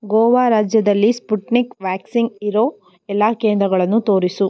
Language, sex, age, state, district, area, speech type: Kannada, female, 18-30, Karnataka, Tumkur, rural, read